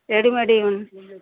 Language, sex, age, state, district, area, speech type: Telugu, female, 45-60, Andhra Pradesh, Bapatla, urban, conversation